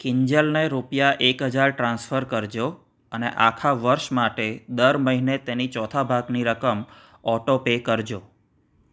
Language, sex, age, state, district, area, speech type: Gujarati, male, 30-45, Gujarat, Anand, urban, read